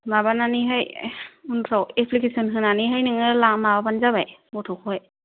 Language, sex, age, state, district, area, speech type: Bodo, female, 18-30, Assam, Kokrajhar, rural, conversation